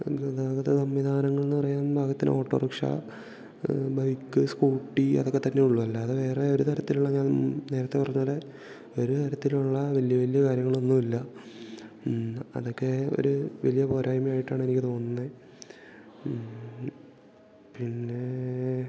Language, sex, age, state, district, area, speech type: Malayalam, male, 18-30, Kerala, Idukki, rural, spontaneous